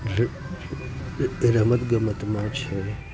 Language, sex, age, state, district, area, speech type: Gujarati, male, 45-60, Gujarat, Junagadh, rural, spontaneous